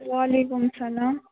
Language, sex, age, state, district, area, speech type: Kashmiri, female, 30-45, Jammu and Kashmir, Baramulla, rural, conversation